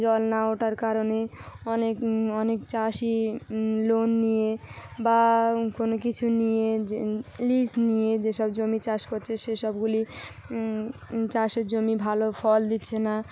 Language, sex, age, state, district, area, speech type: Bengali, female, 18-30, West Bengal, South 24 Parganas, rural, spontaneous